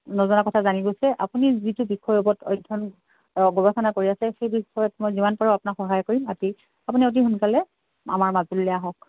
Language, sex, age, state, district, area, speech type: Assamese, female, 60+, Assam, Charaideo, urban, conversation